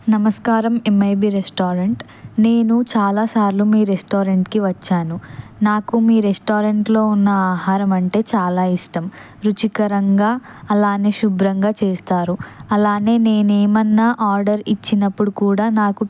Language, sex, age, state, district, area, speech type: Telugu, female, 18-30, Telangana, Kamareddy, urban, spontaneous